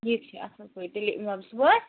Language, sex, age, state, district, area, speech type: Kashmiri, female, 45-60, Jammu and Kashmir, Srinagar, urban, conversation